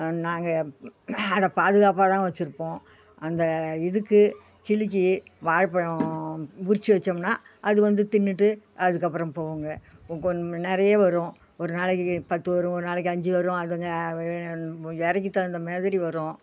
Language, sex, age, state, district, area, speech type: Tamil, female, 60+, Tamil Nadu, Viluppuram, rural, spontaneous